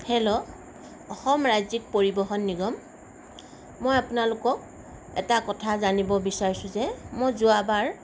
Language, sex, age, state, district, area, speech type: Assamese, female, 45-60, Assam, Sonitpur, urban, spontaneous